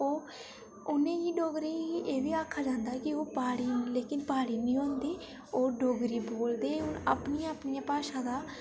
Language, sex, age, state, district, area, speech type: Dogri, female, 18-30, Jammu and Kashmir, Udhampur, rural, spontaneous